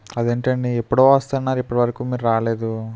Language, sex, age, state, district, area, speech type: Telugu, male, 30-45, Andhra Pradesh, Eluru, rural, spontaneous